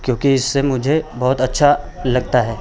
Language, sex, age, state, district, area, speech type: Hindi, male, 30-45, Uttar Pradesh, Lucknow, rural, spontaneous